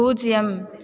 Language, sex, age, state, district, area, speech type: Tamil, female, 18-30, Tamil Nadu, Thanjavur, rural, read